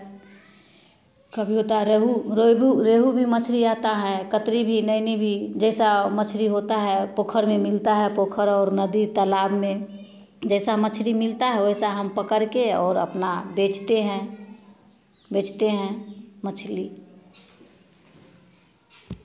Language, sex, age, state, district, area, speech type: Hindi, female, 30-45, Bihar, Samastipur, rural, spontaneous